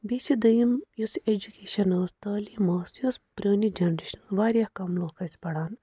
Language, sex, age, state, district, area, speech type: Kashmiri, female, 30-45, Jammu and Kashmir, Pulwama, rural, spontaneous